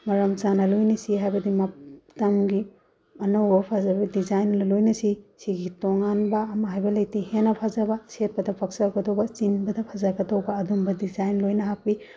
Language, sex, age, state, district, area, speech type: Manipuri, female, 30-45, Manipur, Bishnupur, rural, spontaneous